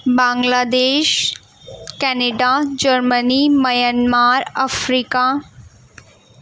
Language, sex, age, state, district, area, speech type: Urdu, female, 18-30, Delhi, Central Delhi, urban, spontaneous